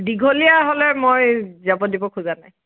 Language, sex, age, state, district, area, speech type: Assamese, female, 60+, Assam, Kamrup Metropolitan, urban, conversation